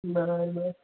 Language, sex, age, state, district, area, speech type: Marathi, male, 18-30, Maharashtra, Nanded, rural, conversation